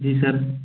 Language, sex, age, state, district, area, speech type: Hindi, male, 18-30, Madhya Pradesh, Gwalior, rural, conversation